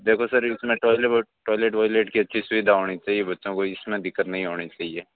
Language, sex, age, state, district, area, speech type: Hindi, male, 18-30, Rajasthan, Nagaur, rural, conversation